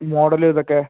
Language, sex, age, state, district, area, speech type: Malayalam, male, 18-30, Kerala, Kozhikode, urban, conversation